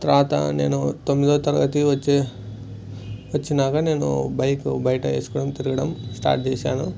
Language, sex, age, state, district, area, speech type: Telugu, male, 18-30, Andhra Pradesh, Sri Satya Sai, urban, spontaneous